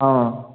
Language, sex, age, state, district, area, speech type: Assamese, male, 18-30, Assam, Sivasagar, urban, conversation